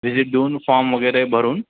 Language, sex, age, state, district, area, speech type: Marathi, male, 18-30, Maharashtra, Jalna, urban, conversation